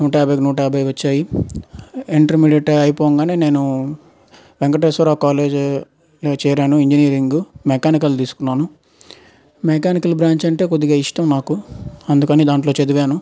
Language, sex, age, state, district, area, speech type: Telugu, male, 18-30, Andhra Pradesh, Nellore, urban, spontaneous